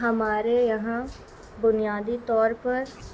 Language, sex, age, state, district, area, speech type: Urdu, female, 18-30, Bihar, Gaya, urban, spontaneous